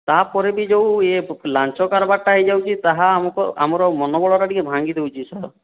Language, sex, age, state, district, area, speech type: Odia, male, 45-60, Odisha, Boudh, rural, conversation